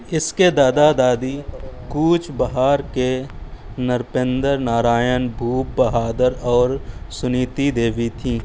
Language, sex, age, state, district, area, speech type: Urdu, male, 18-30, Uttar Pradesh, Shahjahanpur, urban, read